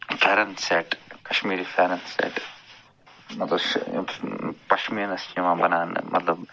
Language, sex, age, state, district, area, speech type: Kashmiri, male, 45-60, Jammu and Kashmir, Budgam, urban, spontaneous